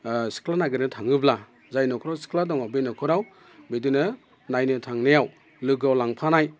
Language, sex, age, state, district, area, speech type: Bodo, male, 30-45, Assam, Udalguri, rural, spontaneous